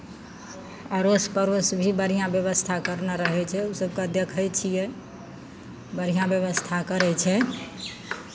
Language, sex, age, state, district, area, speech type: Maithili, female, 45-60, Bihar, Madhepura, rural, spontaneous